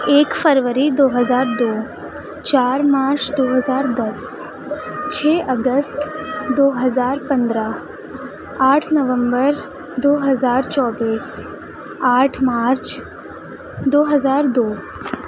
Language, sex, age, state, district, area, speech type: Urdu, female, 18-30, Delhi, East Delhi, rural, spontaneous